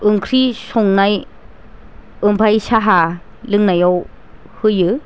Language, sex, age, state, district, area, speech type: Bodo, female, 45-60, Assam, Chirang, rural, spontaneous